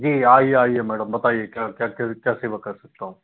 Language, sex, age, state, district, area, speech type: Hindi, male, 45-60, Madhya Pradesh, Bhopal, urban, conversation